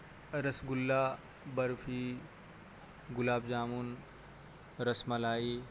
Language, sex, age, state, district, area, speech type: Urdu, male, 30-45, Uttar Pradesh, Azamgarh, rural, spontaneous